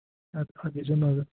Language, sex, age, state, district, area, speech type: Kashmiri, male, 18-30, Jammu and Kashmir, Pulwama, urban, conversation